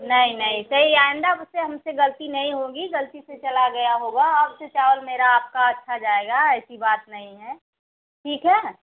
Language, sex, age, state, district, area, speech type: Hindi, female, 30-45, Uttar Pradesh, Mirzapur, rural, conversation